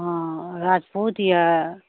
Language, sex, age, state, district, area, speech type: Maithili, female, 30-45, Bihar, Araria, rural, conversation